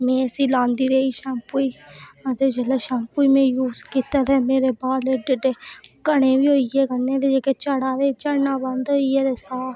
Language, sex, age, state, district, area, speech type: Dogri, female, 18-30, Jammu and Kashmir, Reasi, rural, spontaneous